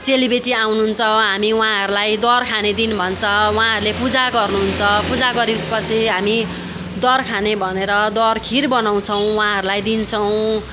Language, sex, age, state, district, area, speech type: Nepali, female, 60+, West Bengal, Kalimpong, rural, spontaneous